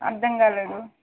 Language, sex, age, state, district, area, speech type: Telugu, female, 60+, Andhra Pradesh, Visakhapatnam, urban, conversation